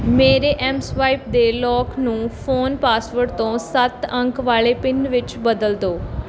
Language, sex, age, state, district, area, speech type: Punjabi, female, 18-30, Punjab, Mohali, urban, read